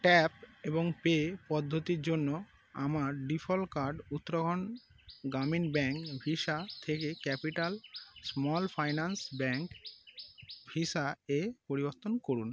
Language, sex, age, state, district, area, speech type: Bengali, male, 30-45, West Bengal, North 24 Parganas, urban, read